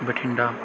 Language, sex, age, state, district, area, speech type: Punjabi, male, 18-30, Punjab, Bathinda, rural, spontaneous